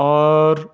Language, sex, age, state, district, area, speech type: Urdu, male, 45-60, Delhi, Central Delhi, urban, spontaneous